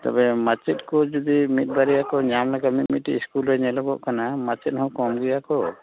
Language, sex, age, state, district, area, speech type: Santali, male, 60+, West Bengal, Paschim Bardhaman, urban, conversation